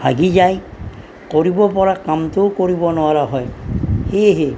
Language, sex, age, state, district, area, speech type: Assamese, male, 45-60, Assam, Nalbari, rural, spontaneous